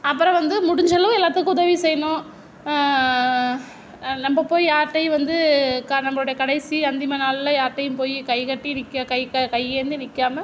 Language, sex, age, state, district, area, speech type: Tamil, female, 60+, Tamil Nadu, Tiruvarur, urban, spontaneous